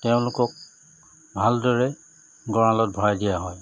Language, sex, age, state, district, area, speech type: Assamese, male, 45-60, Assam, Charaideo, urban, spontaneous